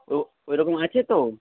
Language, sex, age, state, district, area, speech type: Bengali, male, 45-60, West Bengal, Nadia, rural, conversation